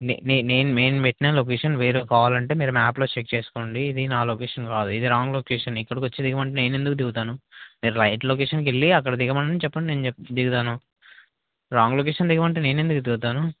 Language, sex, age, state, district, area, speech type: Telugu, male, 18-30, Telangana, Mahbubnagar, rural, conversation